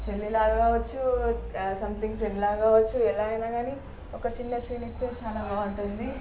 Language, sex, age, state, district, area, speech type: Telugu, female, 18-30, Telangana, Nalgonda, urban, spontaneous